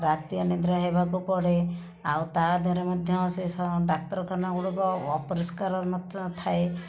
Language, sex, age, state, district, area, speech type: Odia, female, 60+, Odisha, Khordha, rural, spontaneous